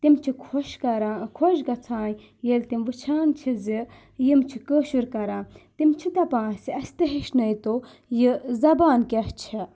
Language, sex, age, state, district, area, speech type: Kashmiri, male, 45-60, Jammu and Kashmir, Budgam, rural, spontaneous